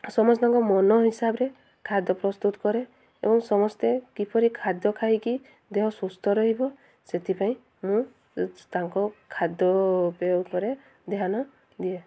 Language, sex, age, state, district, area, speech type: Odia, female, 30-45, Odisha, Mayurbhanj, rural, spontaneous